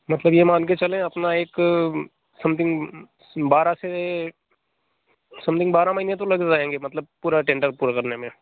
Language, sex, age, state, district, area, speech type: Hindi, male, 30-45, Madhya Pradesh, Ujjain, rural, conversation